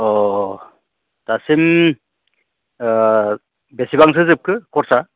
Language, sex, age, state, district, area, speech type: Bodo, male, 45-60, Assam, Baksa, rural, conversation